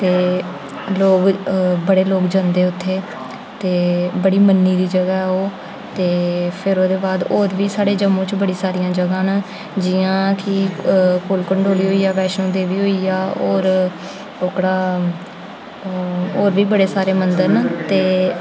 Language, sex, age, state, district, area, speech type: Dogri, female, 18-30, Jammu and Kashmir, Jammu, urban, spontaneous